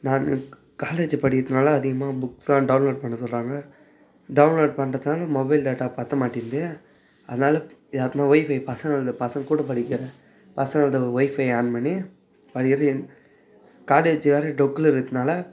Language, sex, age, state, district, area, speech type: Tamil, male, 18-30, Tamil Nadu, Tiruvannamalai, rural, spontaneous